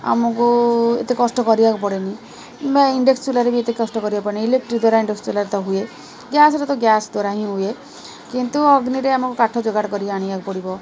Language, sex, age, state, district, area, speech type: Odia, female, 45-60, Odisha, Rayagada, rural, spontaneous